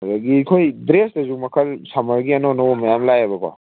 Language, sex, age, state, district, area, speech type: Manipuri, male, 18-30, Manipur, Kangpokpi, urban, conversation